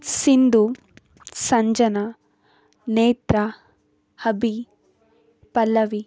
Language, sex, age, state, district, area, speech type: Kannada, female, 18-30, Karnataka, Davanagere, rural, spontaneous